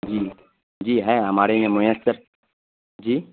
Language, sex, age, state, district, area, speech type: Urdu, male, 18-30, Bihar, Purnia, rural, conversation